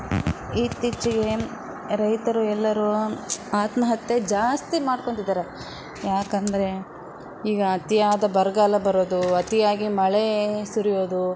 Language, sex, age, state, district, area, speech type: Kannada, female, 30-45, Karnataka, Davanagere, rural, spontaneous